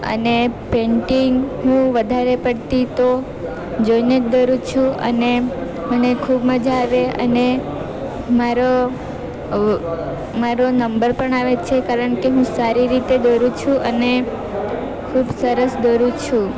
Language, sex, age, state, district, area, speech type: Gujarati, female, 18-30, Gujarat, Valsad, rural, spontaneous